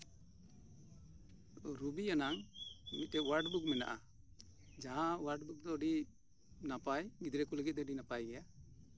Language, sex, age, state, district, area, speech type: Santali, male, 60+, West Bengal, Birbhum, rural, spontaneous